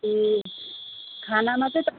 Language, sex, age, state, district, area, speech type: Nepali, female, 30-45, West Bengal, Darjeeling, rural, conversation